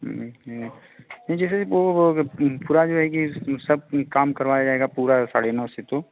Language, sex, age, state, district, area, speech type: Hindi, male, 30-45, Uttar Pradesh, Azamgarh, rural, conversation